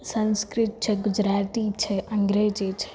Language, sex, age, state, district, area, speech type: Gujarati, female, 18-30, Gujarat, Rajkot, urban, spontaneous